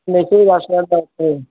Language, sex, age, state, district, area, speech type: Punjabi, female, 60+, Punjab, Fazilka, rural, conversation